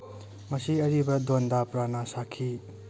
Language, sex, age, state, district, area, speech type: Manipuri, male, 18-30, Manipur, Kangpokpi, urban, read